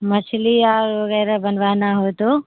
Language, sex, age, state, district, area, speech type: Urdu, female, 45-60, Bihar, Supaul, rural, conversation